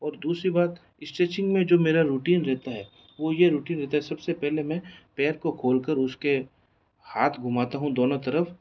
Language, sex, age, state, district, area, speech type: Hindi, male, 18-30, Rajasthan, Jodhpur, rural, spontaneous